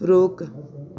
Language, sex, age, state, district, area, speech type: Sindhi, female, 30-45, Delhi, South Delhi, urban, read